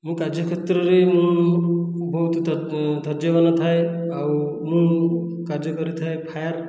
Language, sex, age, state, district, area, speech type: Odia, male, 30-45, Odisha, Khordha, rural, spontaneous